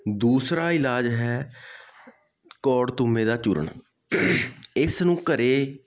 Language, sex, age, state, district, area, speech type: Punjabi, male, 18-30, Punjab, Muktsar, rural, spontaneous